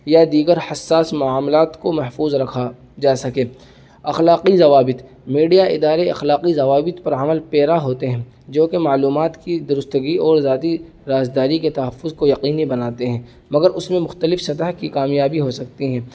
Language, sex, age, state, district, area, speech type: Urdu, male, 18-30, Uttar Pradesh, Saharanpur, urban, spontaneous